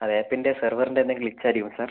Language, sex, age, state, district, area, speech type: Malayalam, male, 18-30, Kerala, Kannur, rural, conversation